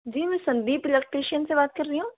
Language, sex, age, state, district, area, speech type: Hindi, female, 18-30, Rajasthan, Jodhpur, urban, conversation